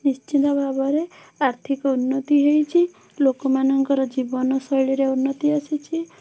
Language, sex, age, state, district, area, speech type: Odia, female, 18-30, Odisha, Bhadrak, rural, spontaneous